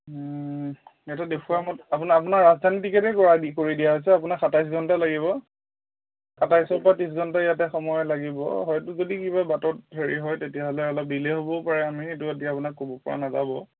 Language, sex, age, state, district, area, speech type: Assamese, male, 30-45, Assam, Majuli, urban, conversation